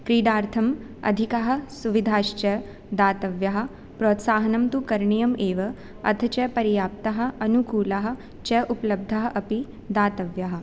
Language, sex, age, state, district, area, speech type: Sanskrit, female, 18-30, Rajasthan, Jaipur, urban, spontaneous